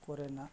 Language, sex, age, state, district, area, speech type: Santali, male, 45-60, Odisha, Mayurbhanj, rural, spontaneous